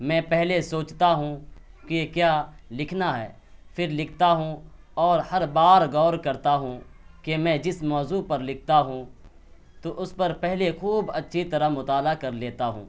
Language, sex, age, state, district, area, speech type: Urdu, male, 18-30, Bihar, Purnia, rural, spontaneous